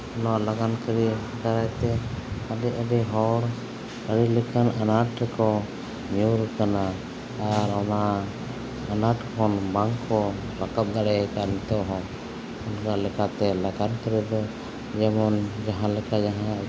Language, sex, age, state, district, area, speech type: Santali, male, 30-45, Jharkhand, East Singhbhum, rural, spontaneous